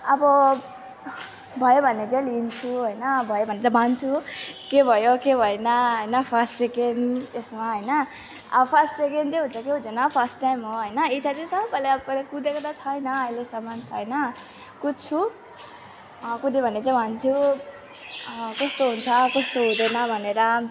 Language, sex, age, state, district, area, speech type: Nepali, female, 18-30, West Bengal, Alipurduar, rural, spontaneous